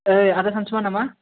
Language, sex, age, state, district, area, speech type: Bodo, male, 30-45, Assam, Kokrajhar, rural, conversation